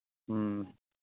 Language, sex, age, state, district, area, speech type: Manipuri, male, 30-45, Manipur, Churachandpur, rural, conversation